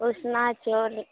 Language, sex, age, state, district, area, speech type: Maithili, female, 18-30, Bihar, Saharsa, rural, conversation